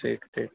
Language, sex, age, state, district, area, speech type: Urdu, male, 18-30, Delhi, East Delhi, urban, conversation